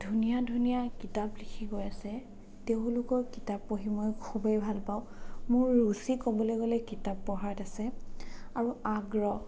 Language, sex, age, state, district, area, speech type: Assamese, female, 18-30, Assam, Sonitpur, urban, spontaneous